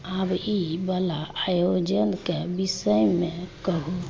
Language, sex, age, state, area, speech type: Maithili, female, 30-45, Jharkhand, urban, read